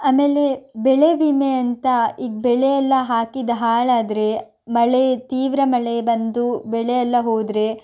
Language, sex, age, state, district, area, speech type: Kannada, female, 18-30, Karnataka, Shimoga, rural, spontaneous